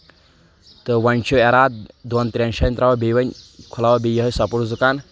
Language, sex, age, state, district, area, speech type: Kashmiri, male, 18-30, Jammu and Kashmir, Kulgam, rural, spontaneous